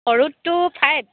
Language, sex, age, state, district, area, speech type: Assamese, female, 45-60, Assam, Charaideo, urban, conversation